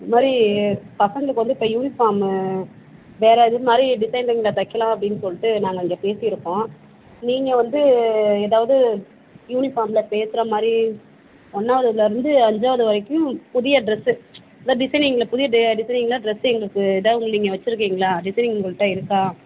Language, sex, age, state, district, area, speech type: Tamil, female, 45-60, Tamil Nadu, Perambalur, rural, conversation